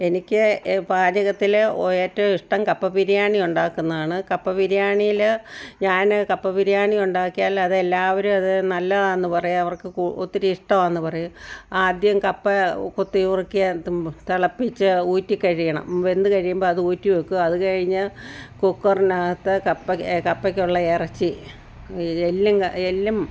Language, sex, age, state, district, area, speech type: Malayalam, female, 60+, Kerala, Kottayam, rural, spontaneous